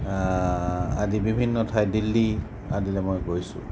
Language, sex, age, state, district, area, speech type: Assamese, male, 45-60, Assam, Sonitpur, urban, spontaneous